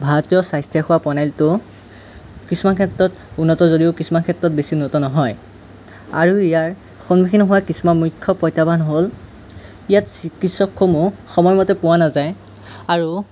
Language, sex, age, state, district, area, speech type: Assamese, male, 18-30, Assam, Sonitpur, rural, spontaneous